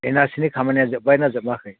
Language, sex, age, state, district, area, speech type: Bodo, other, 60+, Assam, Chirang, rural, conversation